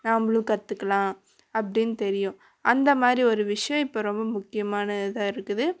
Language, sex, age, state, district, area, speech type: Tamil, female, 18-30, Tamil Nadu, Coimbatore, urban, spontaneous